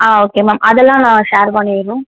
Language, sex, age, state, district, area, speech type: Tamil, female, 18-30, Tamil Nadu, Tenkasi, rural, conversation